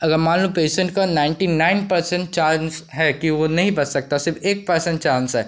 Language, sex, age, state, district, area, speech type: Hindi, male, 18-30, Uttar Pradesh, Pratapgarh, rural, spontaneous